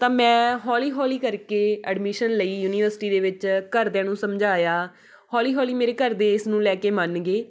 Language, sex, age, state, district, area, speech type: Punjabi, female, 18-30, Punjab, Patiala, urban, spontaneous